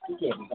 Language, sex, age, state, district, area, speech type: Nepali, female, 30-45, West Bengal, Darjeeling, rural, conversation